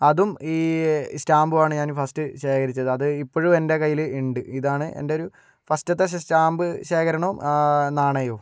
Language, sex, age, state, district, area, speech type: Malayalam, male, 30-45, Kerala, Kozhikode, urban, spontaneous